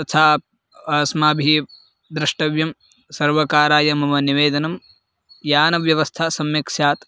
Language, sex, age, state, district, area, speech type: Sanskrit, male, 18-30, Karnataka, Bagalkot, rural, spontaneous